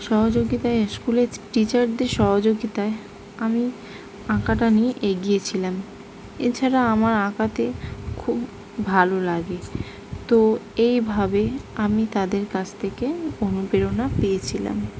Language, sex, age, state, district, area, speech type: Bengali, female, 18-30, West Bengal, South 24 Parganas, rural, spontaneous